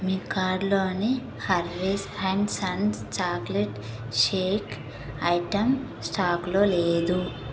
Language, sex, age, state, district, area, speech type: Telugu, female, 18-30, Telangana, Nagarkurnool, rural, read